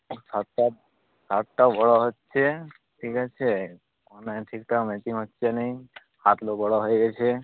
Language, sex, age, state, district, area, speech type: Bengali, male, 18-30, West Bengal, Uttar Dinajpur, rural, conversation